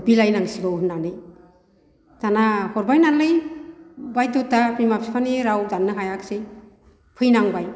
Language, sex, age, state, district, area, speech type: Bodo, female, 60+, Assam, Kokrajhar, rural, spontaneous